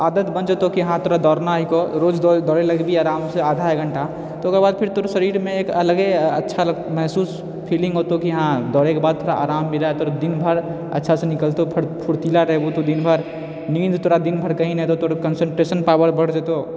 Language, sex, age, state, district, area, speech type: Maithili, male, 30-45, Bihar, Purnia, rural, spontaneous